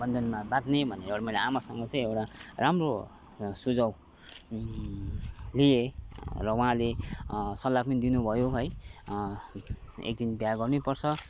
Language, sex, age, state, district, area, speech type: Nepali, male, 30-45, West Bengal, Kalimpong, rural, spontaneous